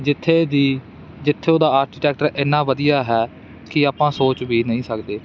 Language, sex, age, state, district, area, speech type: Punjabi, male, 18-30, Punjab, Fatehgarh Sahib, rural, spontaneous